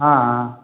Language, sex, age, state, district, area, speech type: Hindi, male, 30-45, Uttar Pradesh, Ghazipur, rural, conversation